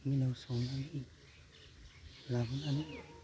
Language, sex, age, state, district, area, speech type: Bodo, male, 45-60, Assam, Baksa, rural, spontaneous